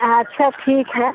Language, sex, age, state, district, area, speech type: Hindi, female, 60+, Bihar, Begusarai, rural, conversation